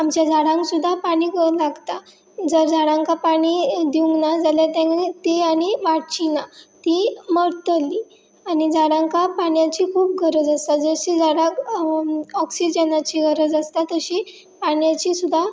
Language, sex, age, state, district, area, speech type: Goan Konkani, female, 18-30, Goa, Pernem, rural, spontaneous